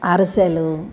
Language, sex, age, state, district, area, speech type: Telugu, female, 60+, Telangana, Medchal, urban, spontaneous